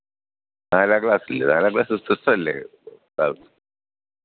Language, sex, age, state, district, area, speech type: Malayalam, male, 60+, Kerala, Pathanamthitta, rural, conversation